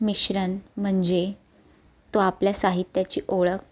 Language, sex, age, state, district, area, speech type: Marathi, female, 18-30, Maharashtra, Sindhudurg, rural, spontaneous